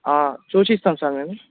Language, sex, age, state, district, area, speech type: Telugu, male, 18-30, Telangana, Bhadradri Kothagudem, urban, conversation